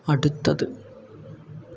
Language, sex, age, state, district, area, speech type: Malayalam, male, 18-30, Kerala, Palakkad, rural, read